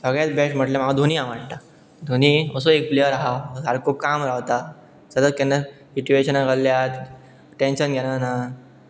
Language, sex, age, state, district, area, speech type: Goan Konkani, male, 18-30, Goa, Pernem, rural, spontaneous